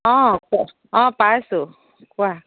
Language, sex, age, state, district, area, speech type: Assamese, female, 45-60, Assam, Dhemaji, rural, conversation